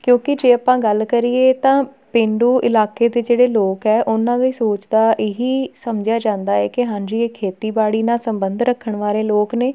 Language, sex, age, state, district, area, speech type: Punjabi, female, 18-30, Punjab, Tarn Taran, rural, spontaneous